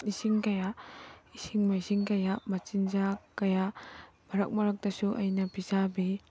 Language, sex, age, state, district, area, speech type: Manipuri, female, 18-30, Manipur, Tengnoupal, rural, spontaneous